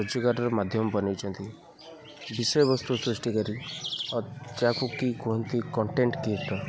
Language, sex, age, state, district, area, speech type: Odia, male, 18-30, Odisha, Kendrapara, urban, spontaneous